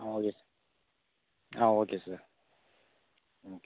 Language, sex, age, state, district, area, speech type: Tamil, male, 30-45, Tamil Nadu, Viluppuram, rural, conversation